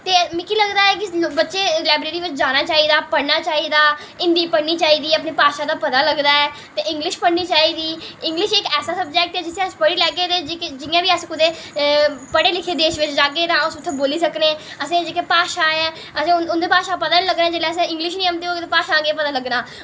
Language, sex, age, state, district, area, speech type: Dogri, female, 30-45, Jammu and Kashmir, Udhampur, urban, spontaneous